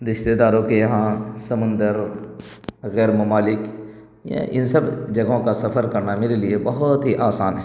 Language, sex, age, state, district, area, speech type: Urdu, male, 30-45, Bihar, Darbhanga, rural, spontaneous